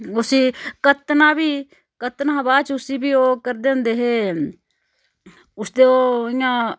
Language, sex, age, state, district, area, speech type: Dogri, female, 45-60, Jammu and Kashmir, Udhampur, rural, spontaneous